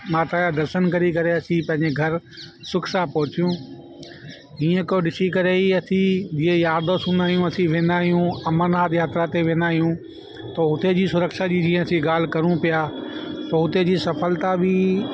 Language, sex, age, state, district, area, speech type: Sindhi, male, 30-45, Delhi, South Delhi, urban, spontaneous